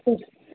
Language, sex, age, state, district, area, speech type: Gujarati, male, 60+, Gujarat, Aravalli, urban, conversation